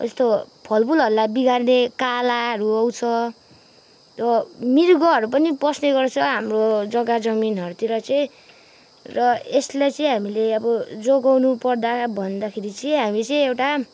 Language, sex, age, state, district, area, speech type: Nepali, female, 18-30, West Bengal, Kalimpong, rural, spontaneous